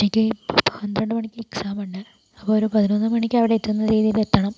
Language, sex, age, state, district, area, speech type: Malayalam, female, 30-45, Kerala, Palakkad, rural, spontaneous